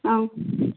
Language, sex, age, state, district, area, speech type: Malayalam, female, 18-30, Kerala, Wayanad, rural, conversation